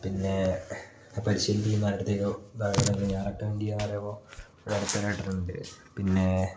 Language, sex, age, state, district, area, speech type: Malayalam, male, 30-45, Kerala, Wayanad, rural, spontaneous